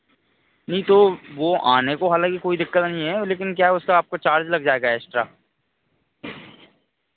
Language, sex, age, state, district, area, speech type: Hindi, male, 30-45, Madhya Pradesh, Hoshangabad, rural, conversation